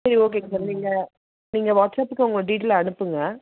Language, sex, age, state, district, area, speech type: Tamil, female, 45-60, Tamil Nadu, Madurai, urban, conversation